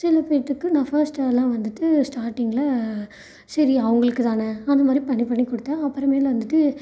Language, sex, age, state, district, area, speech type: Tamil, female, 18-30, Tamil Nadu, Salem, rural, spontaneous